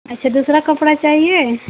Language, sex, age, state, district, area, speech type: Hindi, female, 30-45, Uttar Pradesh, Mau, rural, conversation